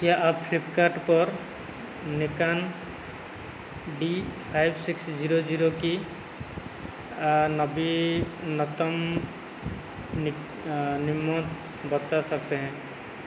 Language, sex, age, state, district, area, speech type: Hindi, male, 45-60, Madhya Pradesh, Seoni, rural, read